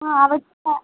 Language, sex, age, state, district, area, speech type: Malayalam, female, 18-30, Kerala, Kottayam, rural, conversation